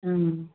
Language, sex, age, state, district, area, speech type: Malayalam, female, 18-30, Kerala, Palakkad, rural, conversation